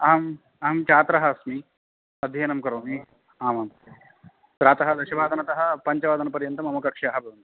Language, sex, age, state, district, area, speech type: Sanskrit, male, 18-30, Karnataka, Uttara Kannada, urban, conversation